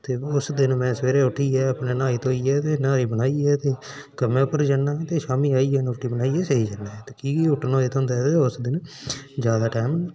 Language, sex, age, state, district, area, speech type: Dogri, male, 18-30, Jammu and Kashmir, Udhampur, rural, spontaneous